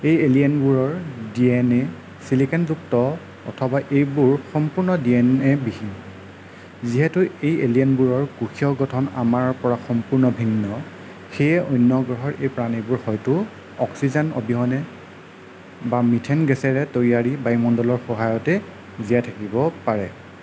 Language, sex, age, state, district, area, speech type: Assamese, male, 30-45, Assam, Nagaon, rural, spontaneous